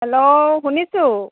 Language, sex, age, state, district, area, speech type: Assamese, female, 60+, Assam, Lakhimpur, urban, conversation